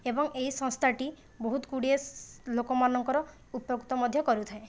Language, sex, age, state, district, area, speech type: Odia, female, 30-45, Odisha, Jajpur, rural, spontaneous